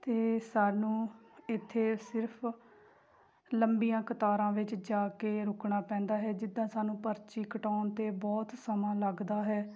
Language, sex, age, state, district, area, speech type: Punjabi, female, 18-30, Punjab, Tarn Taran, rural, spontaneous